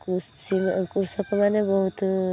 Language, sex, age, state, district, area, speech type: Odia, female, 18-30, Odisha, Balasore, rural, spontaneous